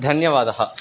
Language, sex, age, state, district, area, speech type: Sanskrit, male, 18-30, Tamil Nadu, Viluppuram, rural, spontaneous